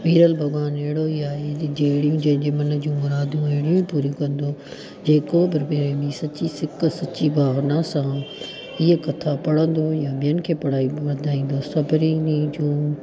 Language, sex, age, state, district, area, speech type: Sindhi, female, 30-45, Gujarat, Junagadh, rural, spontaneous